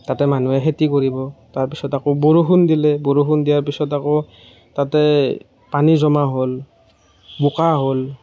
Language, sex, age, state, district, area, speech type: Assamese, male, 30-45, Assam, Morigaon, rural, spontaneous